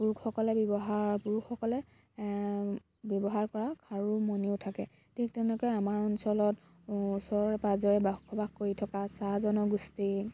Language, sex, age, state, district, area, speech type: Assamese, female, 18-30, Assam, Dibrugarh, rural, spontaneous